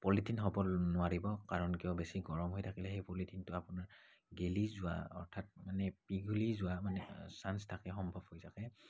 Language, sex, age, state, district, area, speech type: Assamese, male, 18-30, Assam, Barpeta, rural, spontaneous